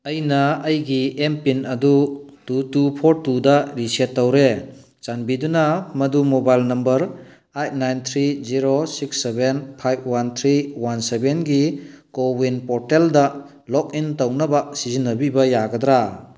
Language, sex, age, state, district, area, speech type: Manipuri, male, 45-60, Manipur, Bishnupur, rural, read